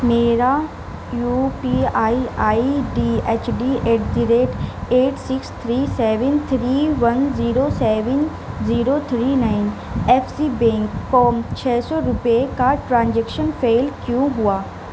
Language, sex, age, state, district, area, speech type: Urdu, female, 18-30, Delhi, Central Delhi, urban, read